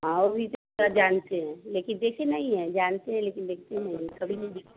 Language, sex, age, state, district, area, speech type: Hindi, female, 45-60, Bihar, Vaishali, rural, conversation